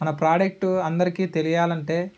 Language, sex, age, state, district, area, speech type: Telugu, male, 18-30, Andhra Pradesh, Alluri Sitarama Raju, rural, spontaneous